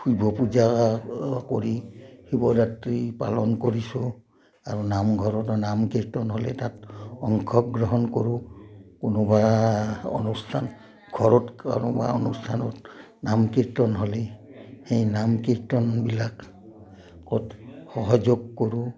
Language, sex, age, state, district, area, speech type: Assamese, male, 60+, Assam, Udalguri, urban, spontaneous